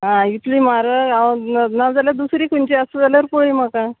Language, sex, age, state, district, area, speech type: Goan Konkani, female, 45-60, Goa, Salcete, rural, conversation